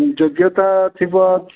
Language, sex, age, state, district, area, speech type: Odia, male, 45-60, Odisha, Jagatsinghpur, urban, conversation